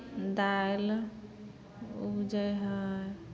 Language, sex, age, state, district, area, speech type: Maithili, female, 18-30, Bihar, Samastipur, rural, spontaneous